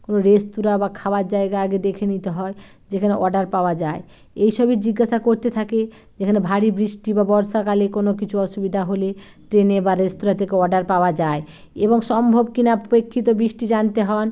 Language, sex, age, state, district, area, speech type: Bengali, female, 45-60, West Bengal, Bankura, urban, spontaneous